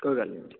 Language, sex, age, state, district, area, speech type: Punjabi, male, 18-30, Punjab, Patiala, urban, conversation